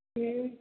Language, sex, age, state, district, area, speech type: Maithili, female, 18-30, Bihar, Madhubani, rural, conversation